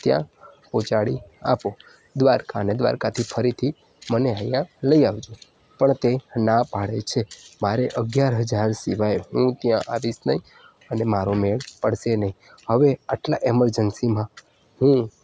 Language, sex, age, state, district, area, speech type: Gujarati, male, 18-30, Gujarat, Narmada, rural, spontaneous